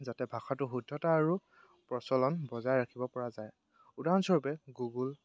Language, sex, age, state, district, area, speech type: Assamese, male, 18-30, Assam, Dibrugarh, rural, spontaneous